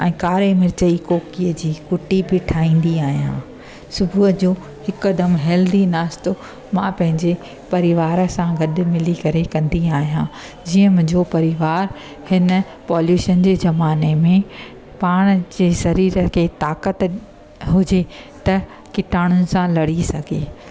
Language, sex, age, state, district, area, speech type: Sindhi, female, 45-60, Gujarat, Surat, urban, spontaneous